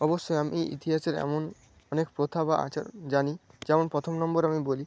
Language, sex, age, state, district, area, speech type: Bengali, male, 18-30, West Bengal, Paschim Medinipur, rural, spontaneous